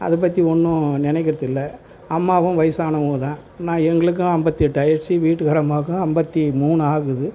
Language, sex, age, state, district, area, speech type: Tamil, male, 60+, Tamil Nadu, Tiruvarur, rural, spontaneous